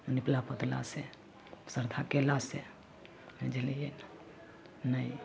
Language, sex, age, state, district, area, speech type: Maithili, female, 30-45, Bihar, Samastipur, rural, spontaneous